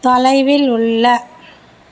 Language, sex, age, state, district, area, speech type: Tamil, female, 60+, Tamil Nadu, Mayiladuthurai, rural, read